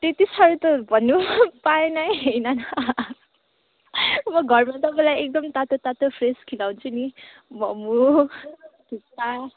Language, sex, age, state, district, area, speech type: Nepali, female, 18-30, West Bengal, Kalimpong, rural, conversation